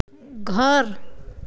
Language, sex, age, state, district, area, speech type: Hindi, female, 45-60, Uttar Pradesh, Varanasi, rural, read